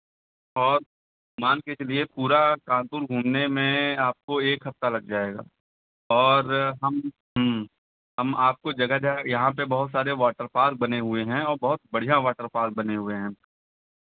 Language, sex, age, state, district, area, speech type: Hindi, male, 45-60, Uttar Pradesh, Lucknow, rural, conversation